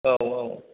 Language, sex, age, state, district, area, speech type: Bodo, male, 30-45, Assam, Chirang, rural, conversation